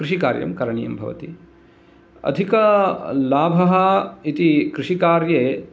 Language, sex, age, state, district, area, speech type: Sanskrit, male, 30-45, Karnataka, Uttara Kannada, rural, spontaneous